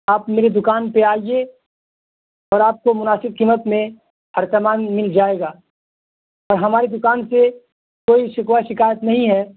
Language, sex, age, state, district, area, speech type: Urdu, male, 18-30, Bihar, Purnia, rural, conversation